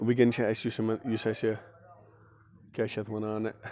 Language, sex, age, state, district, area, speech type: Kashmiri, male, 30-45, Jammu and Kashmir, Bandipora, rural, spontaneous